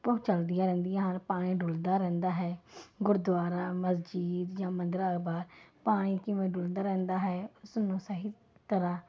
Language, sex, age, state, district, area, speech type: Punjabi, female, 30-45, Punjab, Ludhiana, urban, spontaneous